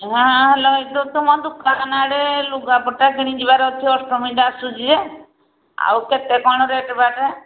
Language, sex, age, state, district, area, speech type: Odia, female, 60+, Odisha, Angul, rural, conversation